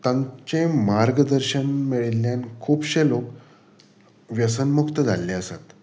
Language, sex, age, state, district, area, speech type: Goan Konkani, male, 30-45, Goa, Salcete, rural, spontaneous